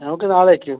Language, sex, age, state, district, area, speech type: Malayalam, male, 60+, Kerala, Kasaragod, urban, conversation